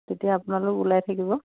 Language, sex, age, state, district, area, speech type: Assamese, female, 45-60, Assam, Dhemaji, rural, conversation